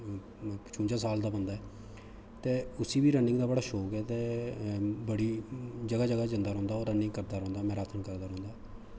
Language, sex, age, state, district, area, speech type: Dogri, male, 30-45, Jammu and Kashmir, Kathua, rural, spontaneous